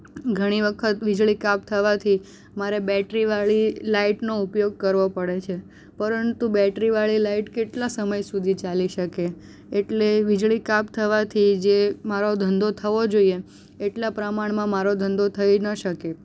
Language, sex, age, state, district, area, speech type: Gujarati, female, 18-30, Gujarat, Surat, rural, spontaneous